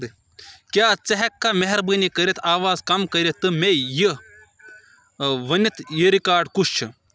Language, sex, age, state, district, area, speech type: Kashmiri, male, 30-45, Jammu and Kashmir, Baramulla, rural, read